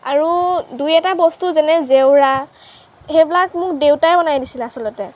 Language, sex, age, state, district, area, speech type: Assamese, female, 18-30, Assam, Lakhimpur, rural, spontaneous